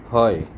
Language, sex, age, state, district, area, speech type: Assamese, male, 45-60, Assam, Sonitpur, urban, spontaneous